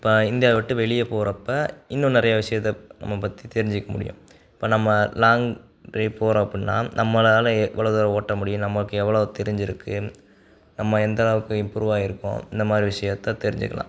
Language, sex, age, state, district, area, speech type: Tamil, male, 18-30, Tamil Nadu, Sivaganga, rural, spontaneous